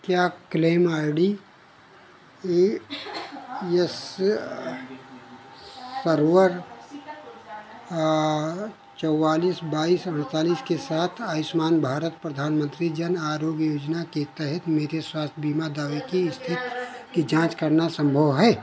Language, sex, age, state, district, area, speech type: Hindi, male, 60+, Uttar Pradesh, Ayodhya, rural, read